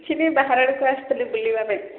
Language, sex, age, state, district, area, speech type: Odia, female, 30-45, Odisha, Sambalpur, rural, conversation